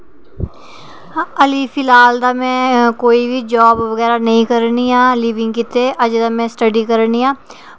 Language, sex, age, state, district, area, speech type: Dogri, female, 30-45, Jammu and Kashmir, Reasi, urban, spontaneous